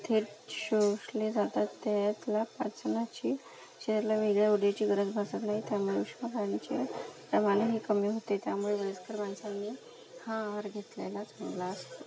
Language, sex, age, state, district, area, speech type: Marathi, female, 18-30, Maharashtra, Akola, rural, spontaneous